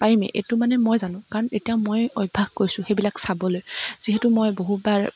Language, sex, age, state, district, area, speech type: Assamese, female, 18-30, Assam, Dibrugarh, rural, spontaneous